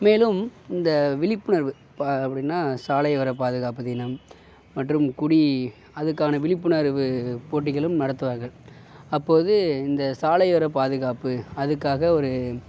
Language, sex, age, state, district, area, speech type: Tamil, male, 60+, Tamil Nadu, Mayiladuthurai, rural, spontaneous